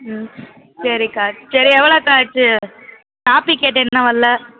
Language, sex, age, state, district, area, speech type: Tamil, female, 18-30, Tamil Nadu, Madurai, urban, conversation